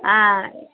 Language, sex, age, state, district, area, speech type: Kannada, female, 45-60, Karnataka, Dakshina Kannada, rural, conversation